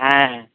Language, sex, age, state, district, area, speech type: Bengali, male, 18-30, West Bengal, Uttar Dinajpur, rural, conversation